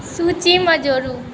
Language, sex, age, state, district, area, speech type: Maithili, female, 18-30, Bihar, Saharsa, rural, read